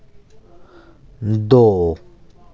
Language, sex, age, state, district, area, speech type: Dogri, male, 18-30, Jammu and Kashmir, Samba, urban, read